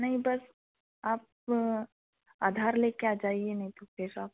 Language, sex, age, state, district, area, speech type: Hindi, female, 18-30, Madhya Pradesh, Betul, rural, conversation